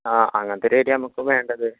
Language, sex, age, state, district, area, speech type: Malayalam, male, 18-30, Kerala, Malappuram, rural, conversation